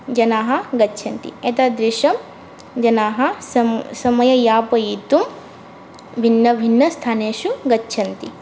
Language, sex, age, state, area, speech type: Sanskrit, female, 18-30, Assam, rural, spontaneous